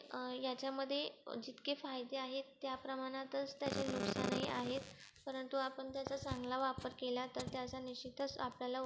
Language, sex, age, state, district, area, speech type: Marathi, female, 18-30, Maharashtra, Buldhana, rural, spontaneous